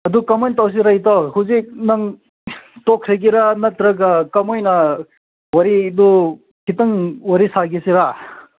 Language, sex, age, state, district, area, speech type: Manipuri, male, 18-30, Manipur, Senapati, rural, conversation